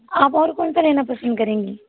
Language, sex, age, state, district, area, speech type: Hindi, other, 18-30, Madhya Pradesh, Balaghat, rural, conversation